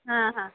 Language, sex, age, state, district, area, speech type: Marathi, female, 30-45, Maharashtra, Amravati, urban, conversation